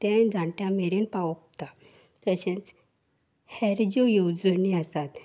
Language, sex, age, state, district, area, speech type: Goan Konkani, female, 18-30, Goa, Salcete, urban, spontaneous